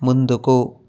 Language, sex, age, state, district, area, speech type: Telugu, male, 18-30, Telangana, Peddapalli, rural, read